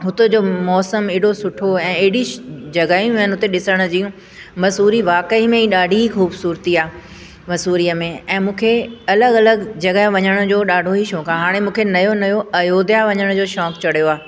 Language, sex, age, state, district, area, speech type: Sindhi, female, 45-60, Delhi, South Delhi, urban, spontaneous